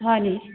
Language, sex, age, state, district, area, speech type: Assamese, female, 30-45, Assam, Sivasagar, rural, conversation